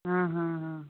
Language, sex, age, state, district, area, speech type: Hindi, female, 18-30, Uttar Pradesh, Jaunpur, rural, conversation